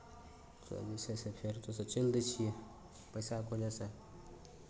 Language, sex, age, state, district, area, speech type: Maithili, male, 45-60, Bihar, Madhepura, rural, spontaneous